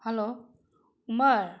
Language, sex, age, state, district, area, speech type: Manipuri, female, 60+, Manipur, Bishnupur, rural, spontaneous